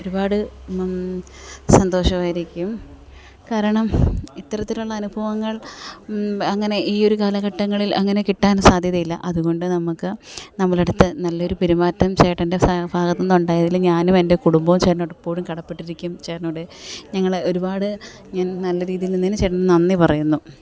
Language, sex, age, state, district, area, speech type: Malayalam, female, 30-45, Kerala, Alappuzha, rural, spontaneous